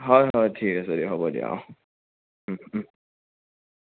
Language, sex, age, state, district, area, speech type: Assamese, male, 30-45, Assam, Sonitpur, rural, conversation